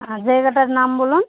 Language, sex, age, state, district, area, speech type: Bengali, female, 30-45, West Bengal, Malda, urban, conversation